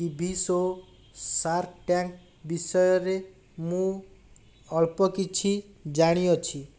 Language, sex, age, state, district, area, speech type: Odia, male, 60+, Odisha, Bhadrak, rural, spontaneous